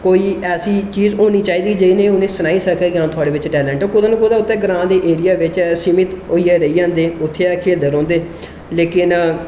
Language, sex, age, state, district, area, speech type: Dogri, male, 18-30, Jammu and Kashmir, Reasi, rural, spontaneous